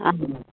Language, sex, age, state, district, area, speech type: Tamil, female, 45-60, Tamil Nadu, Thoothukudi, rural, conversation